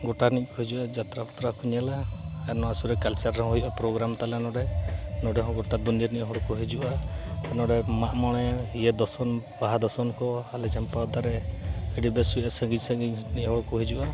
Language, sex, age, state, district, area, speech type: Santali, male, 45-60, Odisha, Mayurbhanj, rural, spontaneous